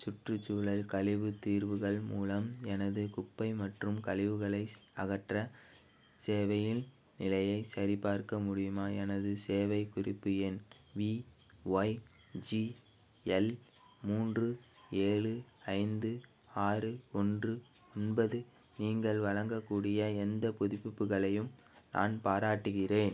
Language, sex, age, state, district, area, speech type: Tamil, male, 18-30, Tamil Nadu, Thanjavur, rural, read